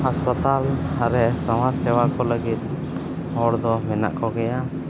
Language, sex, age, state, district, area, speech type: Santali, male, 30-45, Jharkhand, East Singhbhum, rural, spontaneous